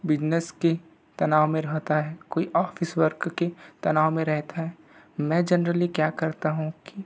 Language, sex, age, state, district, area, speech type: Hindi, male, 60+, Madhya Pradesh, Balaghat, rural, spontaneous